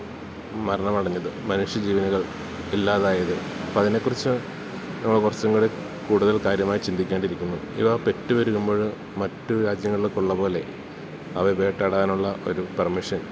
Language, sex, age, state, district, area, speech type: Malayalam, male, 30-45, Kerala, Idukki, rural, spontaneous